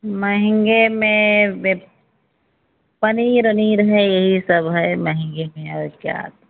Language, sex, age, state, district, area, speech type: Hindi, female, 60+, Uttar Pradesh, Ayodhya, rural, conversation